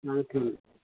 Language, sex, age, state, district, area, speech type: Manipuri, male, 60+, Manipur, Thoubal, rural, conversation